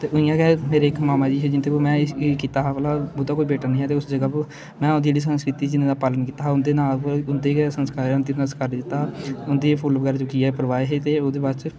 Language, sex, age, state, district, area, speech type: Dogri, male, 18-30, Jammu and Kashmir, Kathua, rural, spontaneous